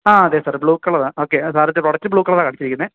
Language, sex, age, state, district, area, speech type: Malayalam, male, 18-30, Kerala, Idukki, rural, conversation